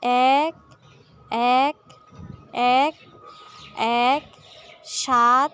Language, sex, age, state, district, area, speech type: Bengali, female, 18-30, West Bengal, Jalpaiguri, rural, read